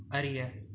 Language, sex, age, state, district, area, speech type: Tamil, male, 18-30, Tamil Nadu, Erode, rural, read